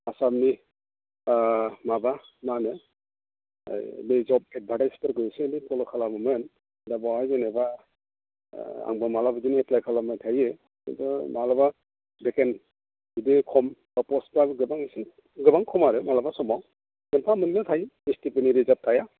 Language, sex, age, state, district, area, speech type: Bodo, male, 30-45, Assam, Udalguri, rural, conversation